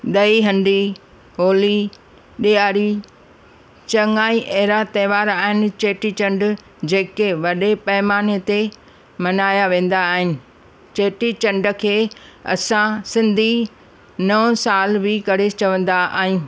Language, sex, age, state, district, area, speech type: Sindhi, female, 45-60, Maharashtra, Thane, urban, spontaneous